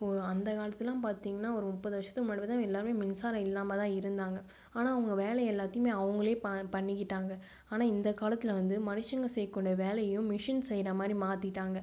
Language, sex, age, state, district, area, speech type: Tamil, female, 30-45, Tamil Nadu, Viluppuram, rural, spontaneous